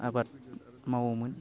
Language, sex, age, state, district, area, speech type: Bodo, male, 30-45, Assam, Baksa, urban, spontaneous